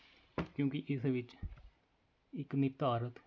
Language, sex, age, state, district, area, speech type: Punjabi, male, 30-45, Punjab, Faridkot, rural, spontaneous